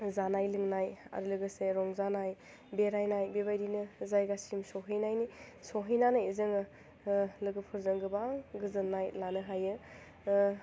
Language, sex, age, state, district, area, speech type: Bodo, female, 18-30, Assam, Udalguri, rural, spontaneous